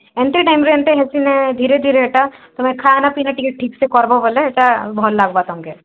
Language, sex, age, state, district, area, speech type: Odia, female, 18-30, Odisha, Kalahandi, rural, conversation